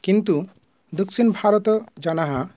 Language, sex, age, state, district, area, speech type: Sanskrit, male, 30-45, West Bengal, Murshidabad, rural, spontaneous